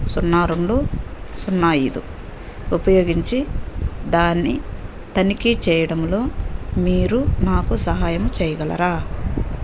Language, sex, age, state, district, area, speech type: Telugu, female, 60+, Andhra Pradesh, Nellore, rural, read